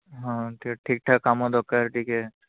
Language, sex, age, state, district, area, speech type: Odia, male, 60+, Odisha, Bhadrak, rural, conversation